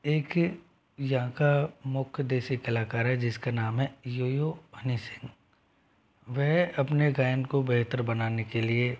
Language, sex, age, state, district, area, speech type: Hindi, male, 45-60, Rajasthan, Jodhpur, rural, spontaneous